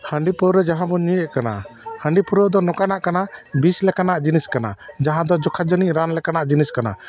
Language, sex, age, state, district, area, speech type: Santali, male, 45-60, West Bengal, Dakshin Dinajpur, rural, spontaneous